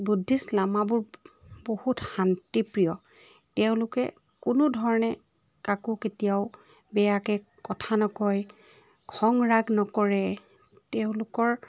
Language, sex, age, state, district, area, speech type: Assamese, female, 30-45, Assam, Charaideo, urban, spontaneous